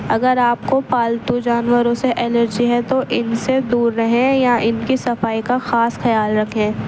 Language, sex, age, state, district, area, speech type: Urdu, female, 18-30, Delhi, East Delhi, urban, spontaneous